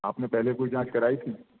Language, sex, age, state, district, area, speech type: Hindi, male, 30-45, Madhya Pradesh, Gwalior, urban, conversation